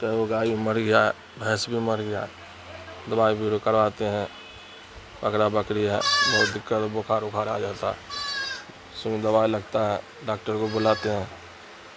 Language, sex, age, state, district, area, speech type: Urdu, male, 45-60, Bihar, Darbhanga, rural, spontaneous